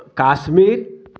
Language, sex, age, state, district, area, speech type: Odia, male, 60+, Odisha, Bargarh, rural, spontaneous